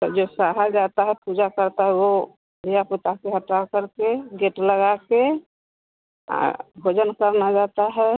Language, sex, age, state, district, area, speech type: Hindi, female, 45-60, Bihar, Vaishali, rural, conversation